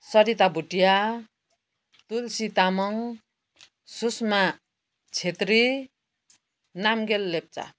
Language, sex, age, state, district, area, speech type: Nepali, female, 60+, West Bengal, Kalimpong, rural, spontaneous